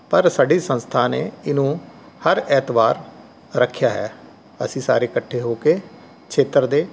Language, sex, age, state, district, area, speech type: Punjabi, male, 45-60, Punjab, Rupnagar, rural, spontaneous